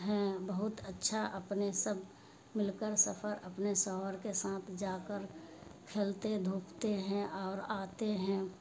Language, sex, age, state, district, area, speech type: Urdu, female, 60+, Bihar, Khagaria, rural, spontaneous